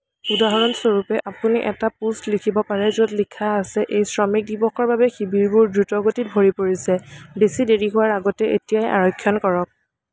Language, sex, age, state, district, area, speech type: Assamese, female, 18-30, Assam, Kamrup Metropolitan, urban, read